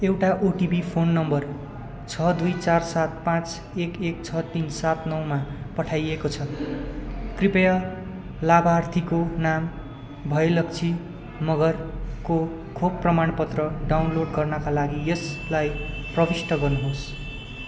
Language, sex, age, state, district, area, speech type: Nepali, male, 18-30, West Bengal, Darjeeling, rural, read